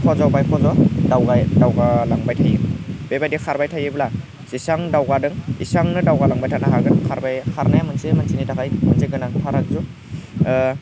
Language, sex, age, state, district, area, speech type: Bodo, male, 18-30, Assam, Udalguri, rural, spontaneous